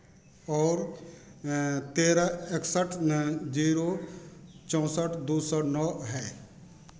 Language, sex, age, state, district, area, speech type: Hindi, male, 60+, Bihar, Madhepura, urban, read